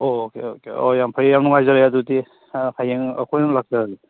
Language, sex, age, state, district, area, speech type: Manipuri, male, 30-45, Manipur, Kakching, rural, conversation